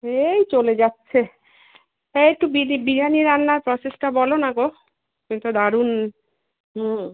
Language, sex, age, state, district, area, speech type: Bengali, female, 60+, West Bengal, Kolkata, urban, conversation